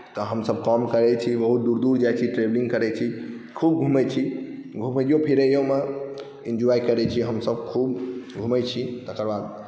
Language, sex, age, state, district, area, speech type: Maithili, male, 18-30, Bihar, Saharsa, rural, spontaneous